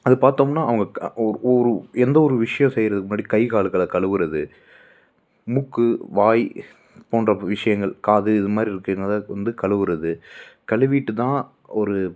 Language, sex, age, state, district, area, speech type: Tamil, male, 30-45, Tamil Nadu, Coimbatore, urban, spontaneous